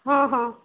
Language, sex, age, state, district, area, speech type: Odia, female, 30-45, Odisha, Sambalpur, rural, conversation